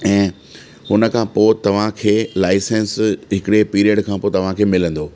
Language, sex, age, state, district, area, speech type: Sindhi, male, 30-45, Delhi, South Delhi, urban, spontaneous